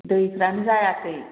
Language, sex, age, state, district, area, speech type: Bodo, female, 45-60, Assam, Kokrajhar, rural, conversation